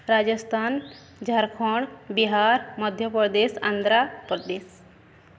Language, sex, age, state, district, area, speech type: Odia, female, 18-30, Odisha, Balangir, urban, spontaneous